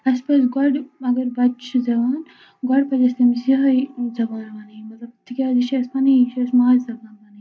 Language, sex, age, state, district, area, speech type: Kashmiri, female, 45-60, Jammu and Kashmir, Baramulla, urban, spontaneous